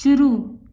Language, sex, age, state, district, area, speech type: Hindi, female, 60+, Madhya Pradesh, Bhopal, urban, read